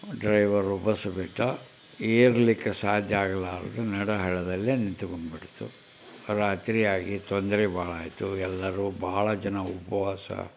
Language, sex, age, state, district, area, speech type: Kannada, male, 60+, Karnataka, Koppal, rural, spontaneous